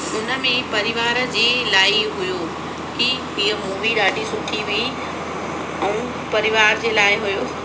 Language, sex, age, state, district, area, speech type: Sindhi, female, 30-45, Madhya Pradesh, Katni, rural, spontaneous